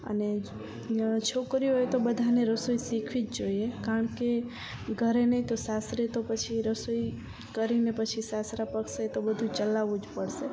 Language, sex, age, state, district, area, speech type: Gujarati, female, 18-30, Gujarat, Kutch, rural, spontaneous